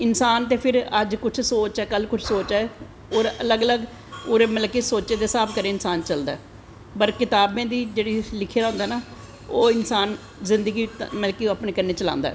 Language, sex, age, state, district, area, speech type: Dogri, female, 45-60, Jammu and Kashmir, Jammu, urban, spontaneous